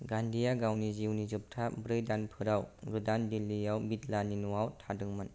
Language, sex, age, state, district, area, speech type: Bodo, male, 18-30, Assam, Kokrajhar, rural, read